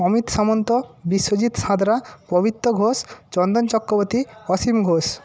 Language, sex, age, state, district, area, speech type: Bengali, male, 30-45, West Bengal, Paschim Medinipur, rural, spontaneous